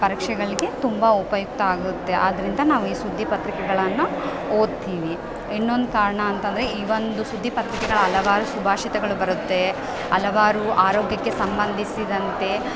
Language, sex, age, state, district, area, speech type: Kannada, female, 18-30, Karnataka, Bellary, rural, spontaneous